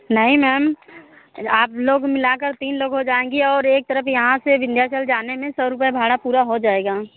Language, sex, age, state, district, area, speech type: Hindi, female, 45-60, Uttar Pradesh, Mirzapur, rural, conversation